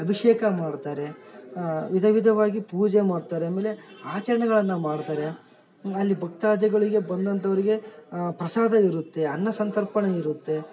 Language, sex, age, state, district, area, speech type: Kannada, male, 18-30, Karnataka, Bellary, rural, spontaneous